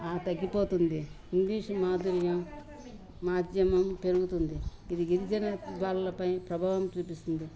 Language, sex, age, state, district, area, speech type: Telugu, female, 60+, Telangana, Ranga Reddy, rural, spontaneous